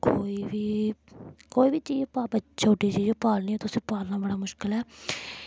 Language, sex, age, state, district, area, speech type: Dogri, female, 18-30, Jammu and Kashmir, Samba, rural, spontaneous